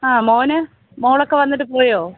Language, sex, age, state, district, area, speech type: Malayalam, female, 45-60, Kerala, Thiruvananthapuram, urban, conversation